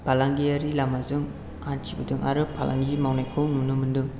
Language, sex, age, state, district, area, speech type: Bodo, male, 18-30, Assam, Chirang, rural, spontaneous